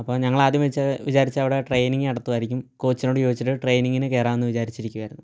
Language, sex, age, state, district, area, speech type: Malayalam, male, 18-30, Kerala, Kottayam, rural, spontaneous